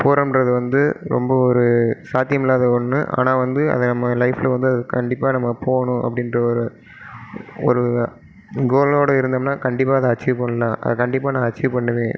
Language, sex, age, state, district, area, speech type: Tamil, male, 30-45, Tamil Nadu, Sivaganga, rural, spontaneous